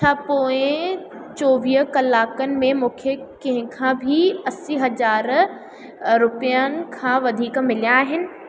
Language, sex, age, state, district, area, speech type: Sindhi, female, 18-30, Madhya Pradesh, Katni, urban, read